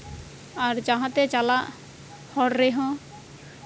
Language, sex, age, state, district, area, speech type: Santali, female, 18-30, West Bengal, Birbhum, rural, spontaneous